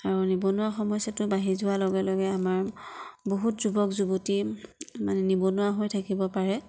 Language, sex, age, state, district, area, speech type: Assamese, female, 30-45, Assam, Nagaon, rural, spontaneous